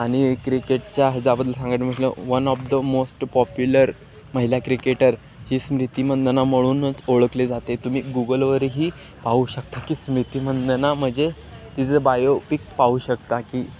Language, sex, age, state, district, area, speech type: Marathi, male, 18-30, Maharashtra, Sangli, rural, spontaneous